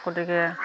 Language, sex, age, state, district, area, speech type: Assamese, female, 60+, Assam, Majuli, urban, spontaneous